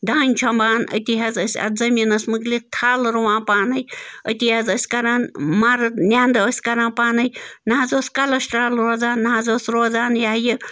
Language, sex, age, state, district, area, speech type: Kashmiri, female, 30-45, Jammu and Kashmir, Bandipora, rural, spontaneous